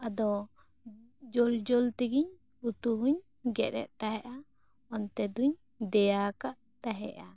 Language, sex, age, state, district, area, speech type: Santali, female, 18-30, West Bengal, Bankura, rural, spontaneous